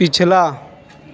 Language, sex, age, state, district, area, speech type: Hindi, male, 18-30, Uttar Pradesh, Bhadohi, rural, read